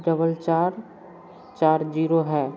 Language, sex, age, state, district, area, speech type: Hindi, male, 30-45, Bihar, Madhepura, rural, read